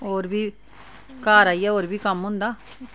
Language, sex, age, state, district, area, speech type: Dogri, female, 45-60, Jammu and Kashmir, Udhampur, rural, spontaneous